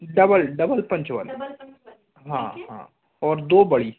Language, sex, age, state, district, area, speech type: Hindi, male, 30-45, Rajasthan, Jaipur, rural, conversation